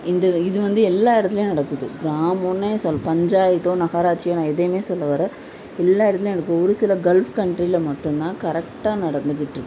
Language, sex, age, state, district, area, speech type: Tamil, female, 18-30, Tamil Nadu, Madurai, rural, spontaneous